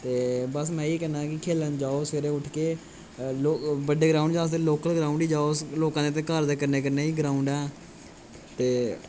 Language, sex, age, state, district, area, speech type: Dogri, male, 18-30, Jammu and Kashmir, Kathua, rural, spontaneous